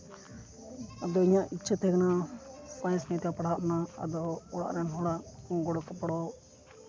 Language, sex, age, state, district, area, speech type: Santali, male, 18-30, West Bengal, Uttar Dinajpur, rural, spontaneous